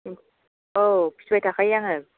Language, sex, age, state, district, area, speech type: Bodo, female, 30-45, Assam, Kokrajhar, rural, conversation